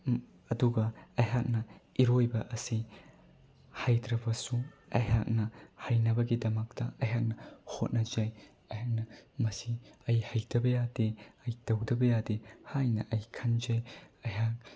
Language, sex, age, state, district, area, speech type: Manipuri, male, 18-30, Manipur, Bishnupur, rural, spontaneous